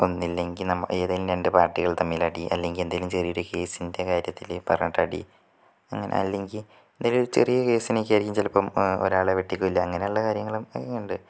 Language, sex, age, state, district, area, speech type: Malayalam, male, 18-30, Kerala, Kozhikode, urban, spontaneous